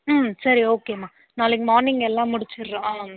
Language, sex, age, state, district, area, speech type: Tamil, female, 18-30, Tamil Nadu, Vellore, urban, conversation